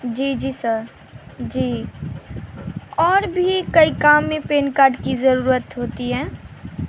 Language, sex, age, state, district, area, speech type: Urdu, female, 18-30, Bihar, Madhubani, rural, spontaneous